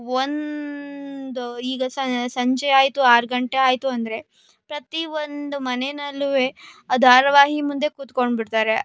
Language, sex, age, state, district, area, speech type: Kannada, female, 18-30, Karnataka, Tumkur, urban, spontaneous